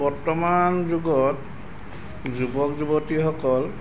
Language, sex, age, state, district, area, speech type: Assamese, male, 30-45, Assam, Golaghat, urban, spontaneous